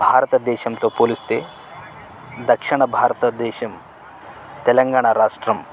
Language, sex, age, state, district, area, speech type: Telugu, male, 30-45, Telangana, Khammam, urban, spontaneous